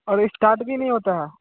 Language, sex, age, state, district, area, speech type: Hindi, male, 18-30, Bihar, Vaishali, rural, conversation